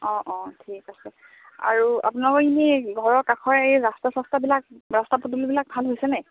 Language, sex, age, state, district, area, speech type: Assamese, female, 30-45, Assam, Golaghat, urban, conversation